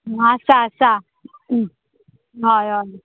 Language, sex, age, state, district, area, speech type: Goan Konkani, female, 45-60, Goa, Murmgao, rural, conversation